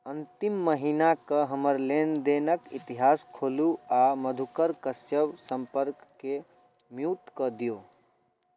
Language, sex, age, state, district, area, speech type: Maithili, male, 18-30, Bihar, Darbhanga, urban, read